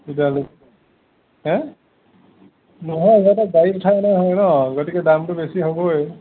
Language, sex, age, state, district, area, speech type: Assamese, male, 18-30, Assam, Kamrup Metropolitan, urban, conversation